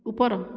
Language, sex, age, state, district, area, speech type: Odia, female, 30-45, Odisha, Jajpur, rural, read